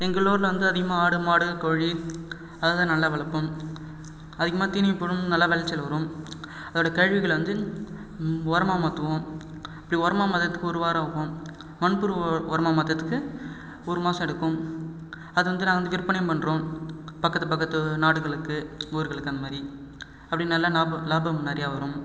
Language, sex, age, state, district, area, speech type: Tamil, male, 30-45, Tamil Nadu, Cuddalore, rural, spontaneous